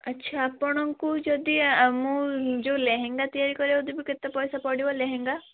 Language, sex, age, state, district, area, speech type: Odia, female, 18-30, Odisha, Cuttack, urban, conversation